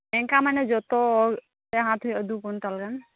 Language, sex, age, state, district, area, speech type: Santali, female, 18-30, West Bengal, Malda, rural, conversation